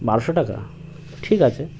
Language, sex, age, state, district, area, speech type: Bengali, male, 18-30, West Bengal, Birbhum, urban, spontaneous